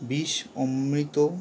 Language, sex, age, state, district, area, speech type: Bengali, male, 18-30, West Bengal, Howrah, urban, spontaneous